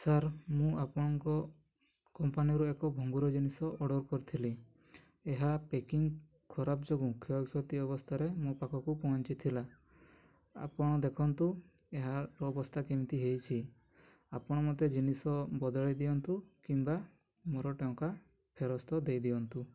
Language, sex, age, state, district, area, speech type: Odia, male, 18-30, Odisha, Mayurbhanj, rural, spontaneous